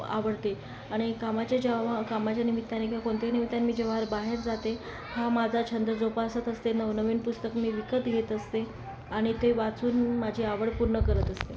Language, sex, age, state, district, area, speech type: Marathi, female, 30-45, Maharashtra, Yavatmal, rural, spontaneous